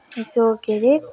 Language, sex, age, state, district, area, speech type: Nepali, female, 18-30, West Bengal, Kalimpong, rural, spontaneous